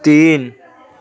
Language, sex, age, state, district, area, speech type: Urdu, male, 30-45, Uttar Pradesh, Ghaziabad, rural, read